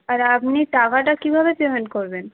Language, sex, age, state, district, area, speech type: Bengali, female, 18-30, West Bengal, Uttar Dinajpur, urban, conversation